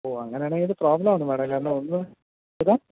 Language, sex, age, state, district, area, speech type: Malayalam, male, 30-45, Kerala, Thiruvananthapuram, urban, conversation